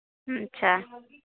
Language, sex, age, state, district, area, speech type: Dogri, female, 18-30, Jammu and Kashmir, Kathua, rural, conversation